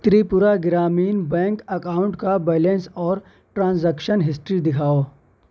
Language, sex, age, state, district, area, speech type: Urdu, male, 18-30, Uttar Pradesh, Shahjahanpur, urban, read